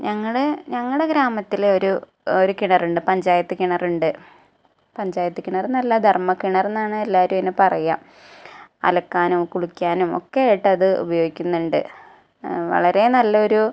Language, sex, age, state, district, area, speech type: Malayalam, female, 18-30, Kerala, Malappuram, rural, spontaneous